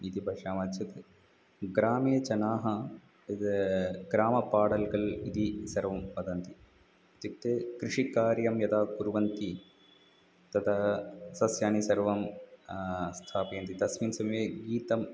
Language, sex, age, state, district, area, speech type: Sanskrit, male, 30-45, Tamil Nadu, Chennai, urban, spontaneous